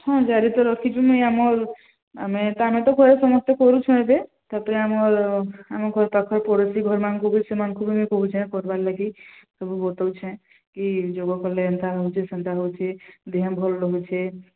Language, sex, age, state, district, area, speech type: Odia, female, 30-45, Odisha, Sambalpur, rural, conversation